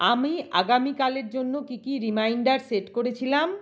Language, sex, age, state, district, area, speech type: Bengali, female, 45-60, West Bengal, Paschim Bardhaman, urban, read